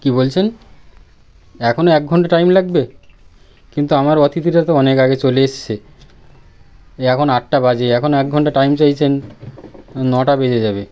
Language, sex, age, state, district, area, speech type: Bengali, male, 30-45, West Bengal, Birbhum, urban, spontaneous